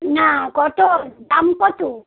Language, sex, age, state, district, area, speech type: Bengali, female, 60+, West Bengal, Kolkata, urban, conversation